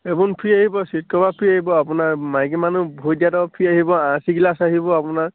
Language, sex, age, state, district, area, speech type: Assamese, male, 18-30, Assam, Sivasagar, rural, conversation